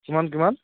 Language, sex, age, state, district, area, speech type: Assamese, male, 45-60, Assam, Morigaon, rural, conversation